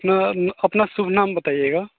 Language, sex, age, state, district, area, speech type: Maithili, male, 18-30, Bihar, Sitamarhi, rural, conversation